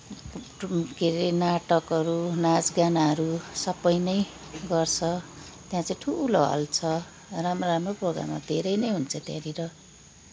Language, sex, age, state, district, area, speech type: Nepali, female, 45-60, West Bengal, Kalimpong, rural, spontaneous